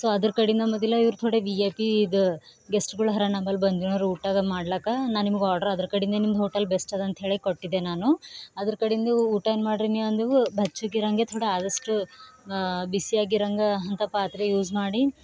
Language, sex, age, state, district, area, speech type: Kannada, female, 18-30, Karnataka, Bidar, rural, spontaneous